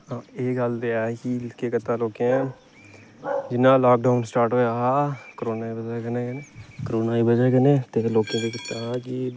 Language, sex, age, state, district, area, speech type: Dogri, male, 18-30, Jammu and Kashmir, Reasi, rural, spontaneous